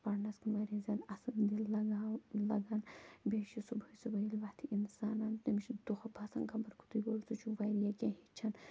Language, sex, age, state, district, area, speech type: Kashmiri, female, 45-60, Jammu and Kashmir, Kulgam, rural, spontaneous